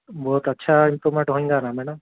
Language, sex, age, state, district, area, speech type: Urdu, male, 30-45, Telangana, Hyderabad, urban, conversation